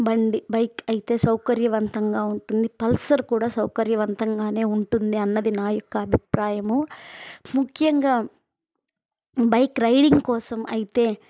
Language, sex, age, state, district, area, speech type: Telugu, female, 18-30, Andhra Pradesh, Chittoor, rural, spontaneous